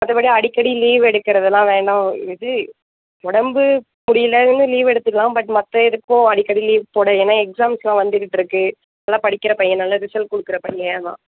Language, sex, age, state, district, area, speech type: Tamil, female, 18-30, Tamil Nadu, Thanjavur, rural, conversation